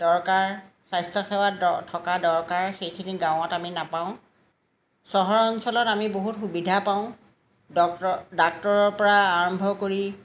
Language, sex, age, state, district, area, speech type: Assamese, female, 45-60, Assam, Jorhat, urban, spontaneous